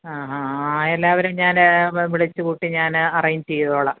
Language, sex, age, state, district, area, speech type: Malayalam, female, 45-60, Kerala, Kottayam, urban, conversation